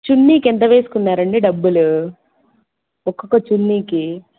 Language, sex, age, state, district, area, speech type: Telugu, female, 18-30, Andhra Pradesh, Kadapa, rural, conversation